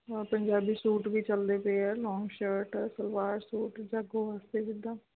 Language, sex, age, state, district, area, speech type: Punjabi, female, 30-45, Punjab, Ludhiana, urban, conversation